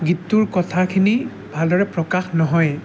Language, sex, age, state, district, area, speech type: Assamese, male, 18-30, Assam, Jorhat, urban, spontaneous